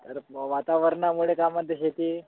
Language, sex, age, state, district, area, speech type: Marathi, male, 30-45, Maharashtra, Gadchiroli, rural, conversation